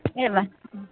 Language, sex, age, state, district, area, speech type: Malayalam, female, 18-30, Kerala, Ernakulam, urban, conversation